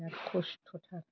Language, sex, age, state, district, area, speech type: Bodo, female, 60+, Assam, Chirang, rural, spontaneous